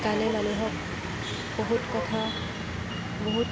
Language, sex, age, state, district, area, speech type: Assamese, female, 18-30, Assam, Kamrup Metropolitan, urban, spontaneous